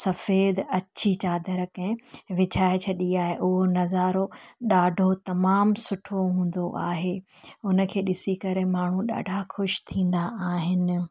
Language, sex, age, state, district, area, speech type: Sindhi, female, 45-60, Gujarat, Junagadh, urban, spontaneous